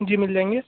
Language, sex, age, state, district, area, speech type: Hindi, male, 18-30, Rajasthan, Bharatpur, urban, conversation